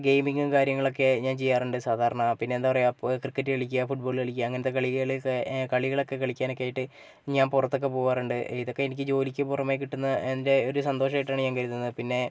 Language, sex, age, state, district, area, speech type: Malayalam, male, 30-45, Kerala, Wayanad, rural, spontaneous